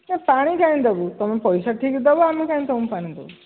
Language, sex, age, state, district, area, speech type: Odia, female, 60+, Odisha, Dhenkanal, rural, conversation